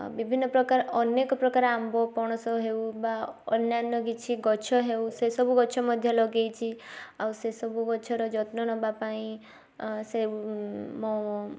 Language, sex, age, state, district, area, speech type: Odia, female, 18-30, Odisha, Balasore, rural, spontaneous